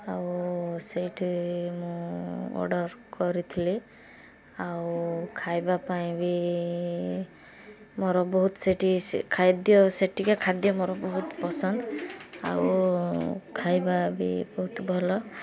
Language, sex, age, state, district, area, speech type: Odia, female, 18-30, Odisha, Balasore, rural, spontaneous